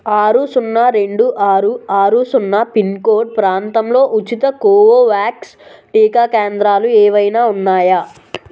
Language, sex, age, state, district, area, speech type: Telugu, female, 18-30, Andhra Pradesh, Anakapalli, urban, read